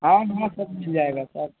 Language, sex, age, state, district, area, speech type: Urdu, male, 18-30, Uttar Pradesh, Balrampur, rural, conversation